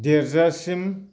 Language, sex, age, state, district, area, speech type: Bodo, male, 45-60, Assam, Baksa, rural, spontaneous